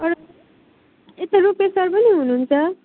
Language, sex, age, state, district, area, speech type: Nepali, female, 18-30, West Bengal, Jalpaiguri, rural, conversation